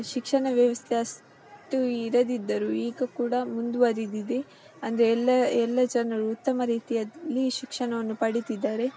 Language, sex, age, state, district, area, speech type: Kannada, female, 18-30, Karnataka, Udupi, rural, spontaneous